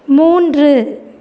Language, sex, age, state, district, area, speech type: Tamil, female, 30-45, Tamil Nadu, Thoothukudi, rural, read